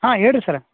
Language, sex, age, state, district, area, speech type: Kannada, male, 45-60, Karnataka, Gadag, rural, conversation